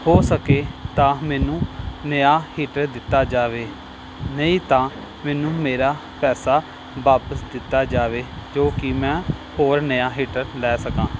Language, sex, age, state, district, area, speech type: Punjabi, male, 30-45, Punjab, Pathankot, rural, spontaneous